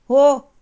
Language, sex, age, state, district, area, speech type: Nepali, female, 45-60, West Bengal, Jalpaiguri, rural, read